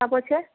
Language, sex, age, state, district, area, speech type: Odia, female, 45-60, Odisha, Boudh, rural, conversation